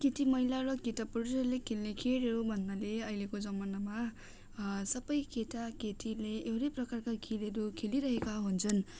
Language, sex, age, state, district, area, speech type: Nepali, female, 18-30, West Bengal, Darjeeling, rural, spontaneous